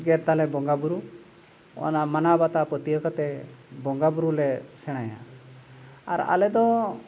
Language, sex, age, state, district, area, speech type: Santali, male, 45-60, Odisha, Mayurbhanj, rural, spontaneous